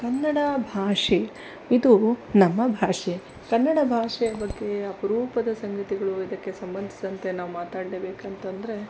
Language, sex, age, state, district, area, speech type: Kannada, female, 30-45, Karnataka, Kolar, urban, spontaneous